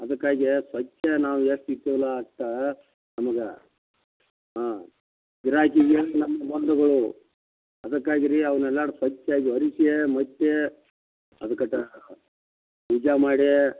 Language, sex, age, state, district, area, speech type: Kannada, male, 45-60, Karnataka, Belgaum, rural, conversation